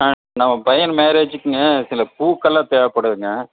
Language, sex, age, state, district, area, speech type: Tamil, male, 60+, Tamil Nadu, Madurai, rural, conversation